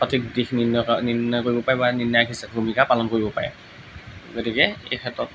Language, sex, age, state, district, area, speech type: Assamese, male, 30-45, Assam, Morigaon, rural, spontaneous